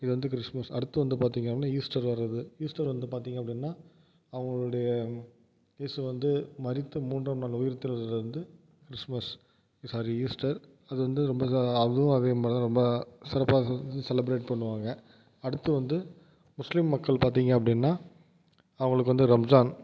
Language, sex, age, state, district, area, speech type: Tamil, male, 30-45, Tamil Nadu, Tiruvarur, rural, spontaneous